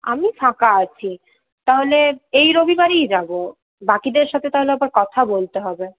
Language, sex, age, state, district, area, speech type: Bengali, female, 18-30, West Bengal, Purulia, urban, conversation